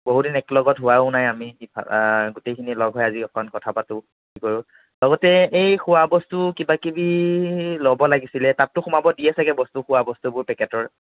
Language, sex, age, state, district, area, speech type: Assamese, male, 45-60, Assam, Nagaon, rural, conversation